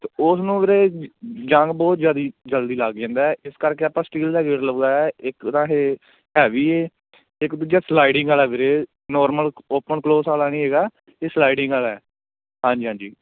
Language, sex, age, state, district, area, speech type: Punjabi, male, 18-30, Punjab, Firozpur, rural, conversation